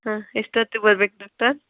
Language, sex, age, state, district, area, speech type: Kannada, female, 18-30, Karnataka, Kolar, rural, conversation